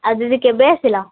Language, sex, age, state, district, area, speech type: Odia, female, 30-45, Odisha, Sambalpur, rural, conversation